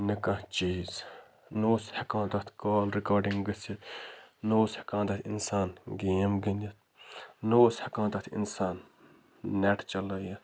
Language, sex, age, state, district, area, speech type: Kashmiri, male, 30-45, Jammu and Kashmir, Budgam, rural, spontaneous